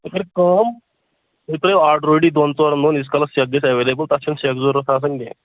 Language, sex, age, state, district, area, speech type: Kashmiri, male, 18-30, Jammu and Kashmir, Anantnag, rural, conversation